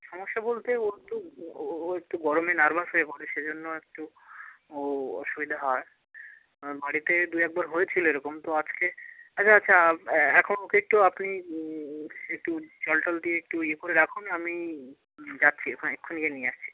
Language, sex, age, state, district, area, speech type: Bengali, male, 30-45, West Bengal, Hooghly, urban, conversation